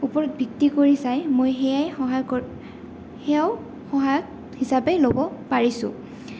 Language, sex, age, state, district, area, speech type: Assamese, female, 18-30, Assam, Goalpara, urban, spontaneous